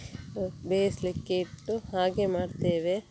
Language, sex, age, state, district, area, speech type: Kannada, female, 30-45, Karnataka, Dakshina Kannada, rural, spontaneous